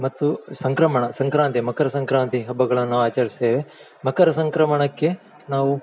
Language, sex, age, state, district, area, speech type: Kannada, male, 45-60, Karnataka, Dakshina Kannada, rural, spontaneous